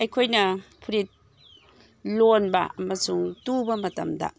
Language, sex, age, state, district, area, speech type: Manipuri, female, 60+, Manipur, Imphal East, rural, spontaneous